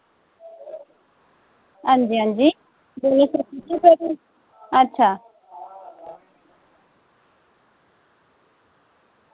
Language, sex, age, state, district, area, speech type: Dogri, female, 30-45, Jammu and Kashmir, Samba, rural, conversation